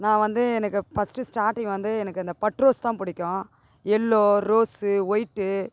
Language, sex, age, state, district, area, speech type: Tamil, female, 45-60, Tamil Nadu, Tiruvannamalai, rural, spontaneous